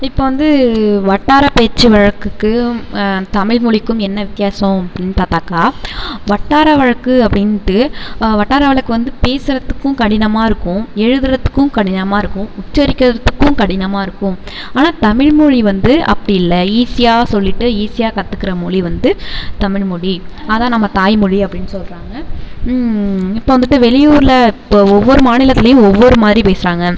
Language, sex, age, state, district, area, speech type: Tamil, female, 18-30, Tamil Nadu, Tiruvarur, rural, spontaneous